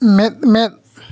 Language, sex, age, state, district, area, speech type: Santali, male, 30-45, West Bengal, Bankura, rural, read